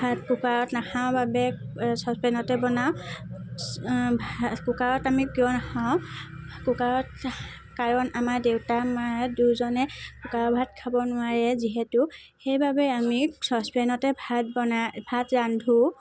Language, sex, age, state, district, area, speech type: Assamese, female, 18-30, Assam, Tinsukia, rural, spontaneous